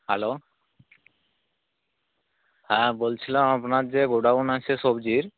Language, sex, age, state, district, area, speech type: Bengali, male, 18-30, West Bengal, Uttar Dinajpur, rural, conversation